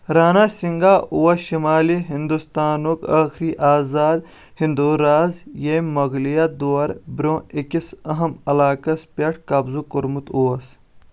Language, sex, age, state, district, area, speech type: Kashmiri, male, 18-30, Jammu and Kashmir, Kulgam, urban, read